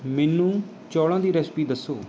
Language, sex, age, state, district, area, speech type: Punjabi, male, 30-45, Punjab, Mohali, urban, read